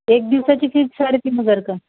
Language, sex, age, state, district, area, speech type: Marathi, female, 30-45, Maharashtra, Thane, urban, conversation